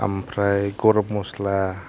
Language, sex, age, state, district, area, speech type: Bodo, male, 30-45, Assam, Kokrajhar, rural, spontaneous